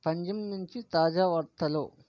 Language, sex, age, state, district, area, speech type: Telugu, male, 18-30, Andhra Pradesh, Vizianagaram, rural, read